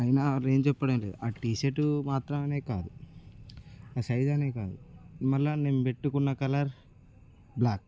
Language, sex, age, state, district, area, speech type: Telugu, male, 18-30, Telangana, Nirmal, rural, spontaneous